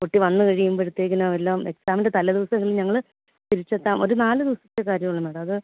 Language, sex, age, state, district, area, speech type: Malayalam, female, 45-60, Kerala, Pathanamthitta, rural, conversation